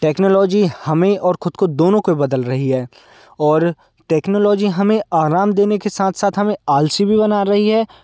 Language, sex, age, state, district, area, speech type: Hindi, male, 18-30, Madhya Pradesh, Hoshangabad, urban, spontaneous